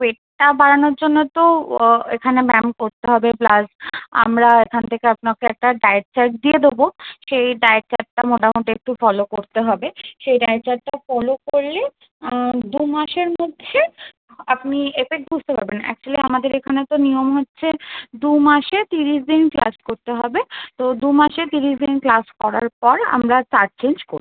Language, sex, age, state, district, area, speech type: Bengali, female, 18-30, West Bengal, Kolkata, urban, conversation